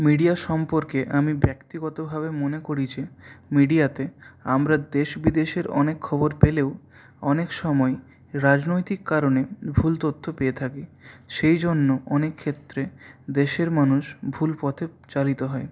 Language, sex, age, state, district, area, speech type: Bengali, male, 30-45, West Bengal, Purulia, urban, spontaneous